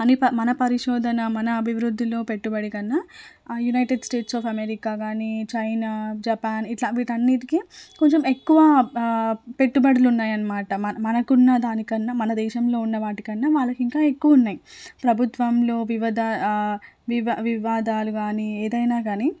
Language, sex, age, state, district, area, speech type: Telugu, female, 18-30, Telangana, Hanamkonda, urban, spontaneous